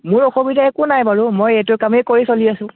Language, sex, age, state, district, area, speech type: Assamese, male, 30-45, Assam, Biswanath, rural, conversation